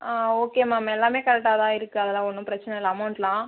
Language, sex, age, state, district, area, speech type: Tamil, female, 30-45, Tamil Nadu, Viluppuram, rural, conversation